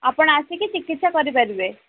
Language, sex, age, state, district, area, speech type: Odia, female, 18-30, Odisha, Ganjam, urban, conversation